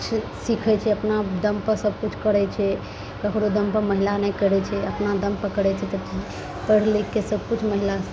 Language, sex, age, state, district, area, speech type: Maithili, female, 18-30, Bihar, Araria, urban, spontaneous